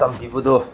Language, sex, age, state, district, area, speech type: Manipuri, male, 30-45, Manipur, Senapati, rural, spontaneous